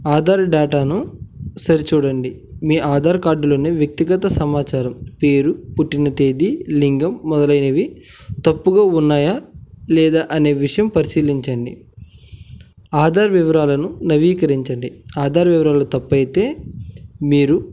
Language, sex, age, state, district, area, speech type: Telugu, male, 18-30, Andhra Pradesh, Krishna, rural, spontaneous